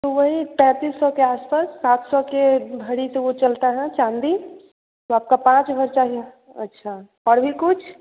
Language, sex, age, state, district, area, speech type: Hindi, female, 18-30, Bihar, Muzaffarpur, urban, conversation